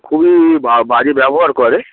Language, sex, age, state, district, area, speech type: Bengali, male, 45-60, West Bengal, Hooghly, rural, conversation